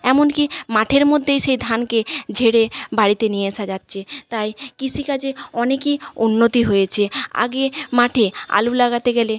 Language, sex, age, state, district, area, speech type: Bengali, female, 18-30, West Bengal, Jhargram, rural, spontaneous